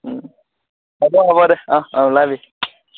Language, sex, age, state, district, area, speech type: Assamese, male, 18-30, Assam, Sivasagar, rural, conversation